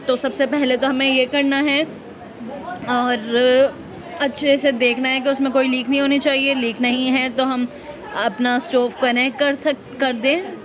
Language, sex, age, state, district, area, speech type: Urdu, female, 30-45, Delhi, Central Delhi, urban, spontaneous